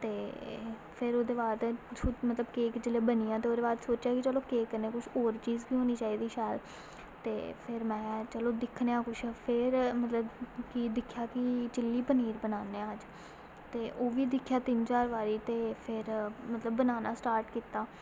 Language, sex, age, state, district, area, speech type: Dogri, female, 18-30, Jammu and Kashmir, Samba, rural, spontaneous